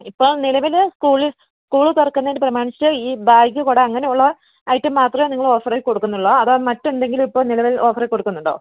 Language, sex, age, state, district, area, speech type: Malayalam, female, 30-45, Kerala, Idukki, rural, conversation